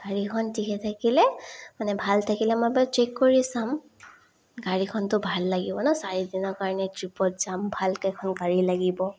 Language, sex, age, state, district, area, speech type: Assamese, female, 30-45, Assam, Sonitpur, rural, spontaneous